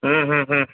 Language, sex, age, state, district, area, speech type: Tamil, male, 45-60, Tamil Nadu, Pudukkottai, rural, conversation